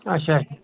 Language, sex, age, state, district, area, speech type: Kashmiri, male, 45-60, Jammu and Kashmir, Ganderbal, rural, conversation